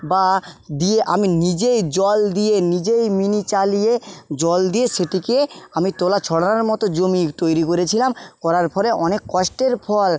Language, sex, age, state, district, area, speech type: Bengali, male, 18-30, West Bengal, Jhargram, rural, spontaneous